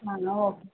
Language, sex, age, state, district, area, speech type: Malayalam, female, 18-30, Kerala, Palakkad, rural, conversation